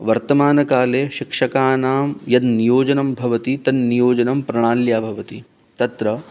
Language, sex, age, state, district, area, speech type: Sanskrit, male, 30-45, Rajasthan, Ajmer, urban, spontaneous